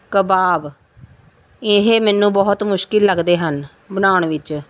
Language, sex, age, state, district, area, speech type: Punjabi, female, 45-60, Punjab, Rupnagar, rural, spontaneous